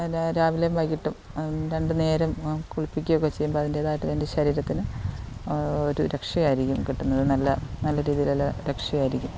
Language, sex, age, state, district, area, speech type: Malayalam, female, 30-45, Kerala, Alappuzha, rural, spontaneous